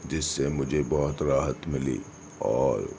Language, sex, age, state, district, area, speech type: Urdu, male, 30-45, Delhi, Central Delhi, urban, spontaneous